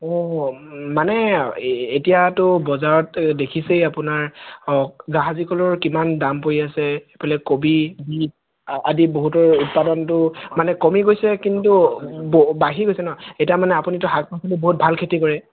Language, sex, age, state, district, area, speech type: Assamese, male, 18-30, Assam, Tinsukia, urban, conversation